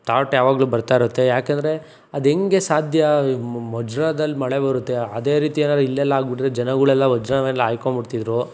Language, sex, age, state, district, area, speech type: Kannada, male, 45-60, Karnataka, Chikkaballapur, urban, spontaneous